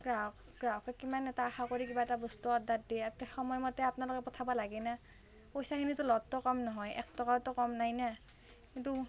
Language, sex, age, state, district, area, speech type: Assamese, female, 18-30, Assam, Nalbari, rural, spontaneous